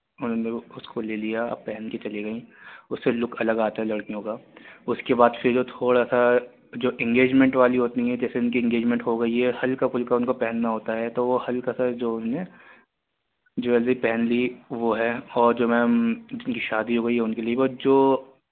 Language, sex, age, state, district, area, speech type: Urdu, male, 18-30, Delhi, Central Delhi, urban, conversation